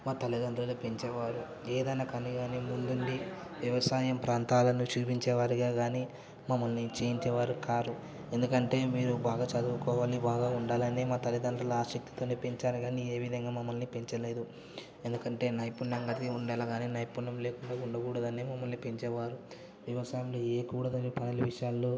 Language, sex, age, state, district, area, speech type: Telugu, male, 30-45, Andhra Pradesh, Kadapa, rural, spontaneous